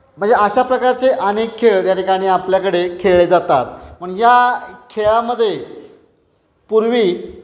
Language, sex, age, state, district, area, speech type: Marathi, male, 30-45, Maharashtra, Satara, urban, spontaneous